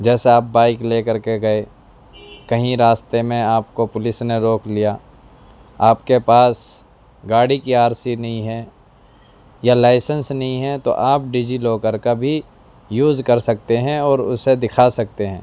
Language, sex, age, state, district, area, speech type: Urdu, male, 18-30, Delhi, East Delhi, urban, spontaneous